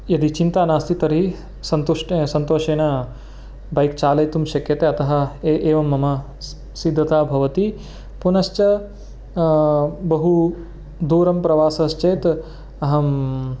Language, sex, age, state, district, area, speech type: Sanskrit, male, 30-45, Karnataka, Uttara Kannada, rural, spontaneous